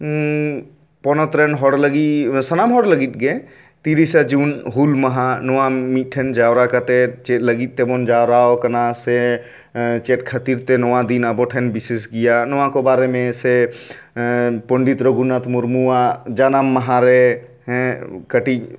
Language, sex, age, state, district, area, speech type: Santali, male, 18-30, West Bengal, Bankura, rural, spontaneous